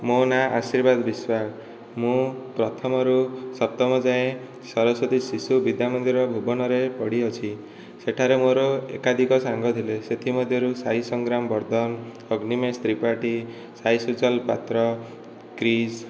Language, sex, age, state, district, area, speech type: Odia, male, 18-30, Odisha, Dhenkanal, rural, spontaneous